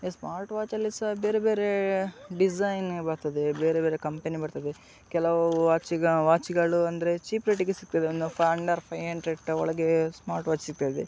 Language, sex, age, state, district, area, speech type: Kannada, male, 18-30, Karnataka, Udupi, rural, spontaneous